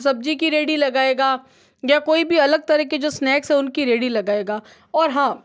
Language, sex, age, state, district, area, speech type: Hindi, female, 18-30, Rajasthan, Jodhpur, urban, spontaneous